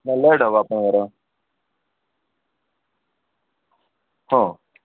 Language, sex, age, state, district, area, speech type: Odia, male, 30-45, Odisha, Malkangiri, urban, conversation